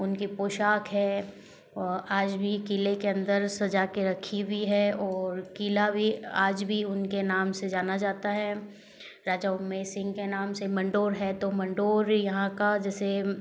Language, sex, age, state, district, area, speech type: Hindi, female, 30-45, Rajasthan, Jodhpur, urban, spontaneous